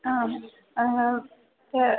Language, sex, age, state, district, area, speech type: Sanskrit, female, 18-30, Kerala, Thrissur, urban, conversation